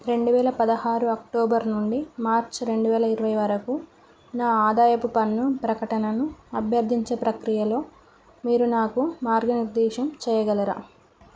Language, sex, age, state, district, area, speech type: Telugu, female, 30-45, Telangana, Karimnagar, rural, read